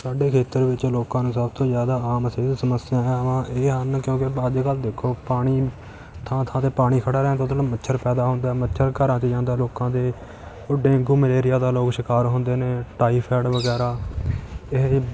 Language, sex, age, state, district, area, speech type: Punjabi, male, 18-30, Punjab, Fatehgarh Sahib, rural, spontaneous